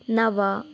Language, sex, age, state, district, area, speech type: Sanskrit, female, 18-30, Karnataka, Tumkur, urban, read